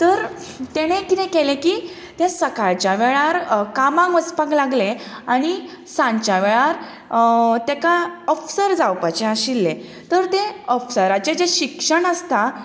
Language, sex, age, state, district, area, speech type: Goan Konkani, female, 18-30, Goa, Tiswadi, rural, spontaneous